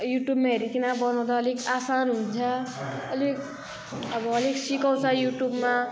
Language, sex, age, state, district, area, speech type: Nepali, male, 18-30, West Bengal, Alipurduar, urban, spontaneous